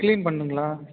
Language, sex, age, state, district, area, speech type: Tamil, male, 30-45, Tamil Nadu, Tiruchirappalli, rural, conversation